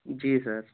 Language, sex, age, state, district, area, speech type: Hindi, male, 18-30, Uttar Pradesh, Prayagraj, urban, conversation